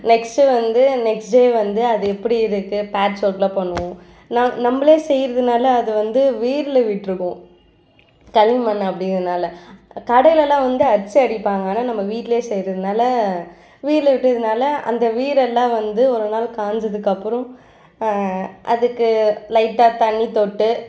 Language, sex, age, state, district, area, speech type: Tamil, female, 18-30, Tamil Nadu, Ranipet, urban, spontaneous